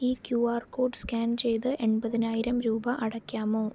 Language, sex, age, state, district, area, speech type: Malayalam, female, 18-30, Kerala, Palakkad, urban, read